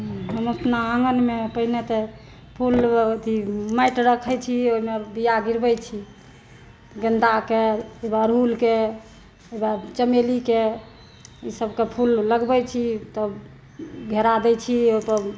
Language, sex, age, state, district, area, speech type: Maithili, female, 60+, Bihar, Saharsa, rural, spontaneous